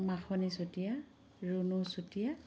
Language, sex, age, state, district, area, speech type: Assamese, female, 45-60, Assam, Dhemaji, rural, spontaneous